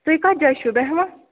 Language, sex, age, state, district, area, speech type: Kashmiri, female, 30-45, Jammu and Kashmir, Bandipora, rural, conversation